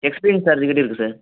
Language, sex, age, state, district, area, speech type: Tamil, male, 18-30, Tamil Nadu, Thanjavur, rural, conversation